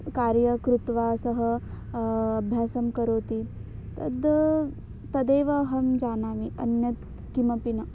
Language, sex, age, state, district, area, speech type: Sanskrit, female, 18-30, Maharashtra, Wardha, urban, spontaneous